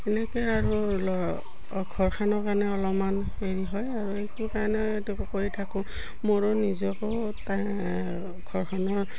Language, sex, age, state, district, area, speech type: Assamese, female, 60+, Assam, Udalguri, rural, spontaneous